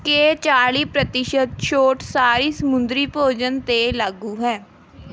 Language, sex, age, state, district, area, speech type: Punjabi, female, 18-30, Punjab, Mohali, rural, read